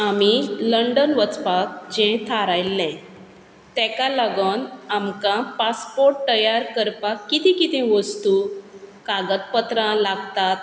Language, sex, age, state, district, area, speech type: Goan Konkani, female, 30-45, Goa, Quepem, rural, spontaneous